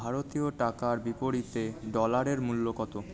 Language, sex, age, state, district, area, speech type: Bengali, male, 30-45, West Bengal, Paschim Bardhaman, urban, read